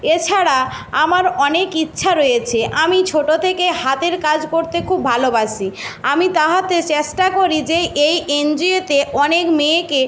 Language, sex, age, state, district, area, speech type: Bengali, female, 60+, West Bengal, Jhargram, rural, spontaneous